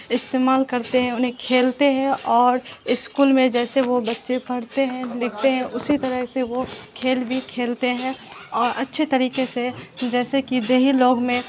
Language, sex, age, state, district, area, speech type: Urdu, female, 18-30, Bihar, Supaul, rural, spontaneous